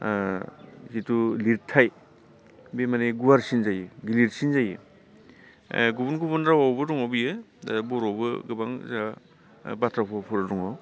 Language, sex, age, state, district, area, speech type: Bodo, male, 45-60, Assam, Baksa, urban, spontaneous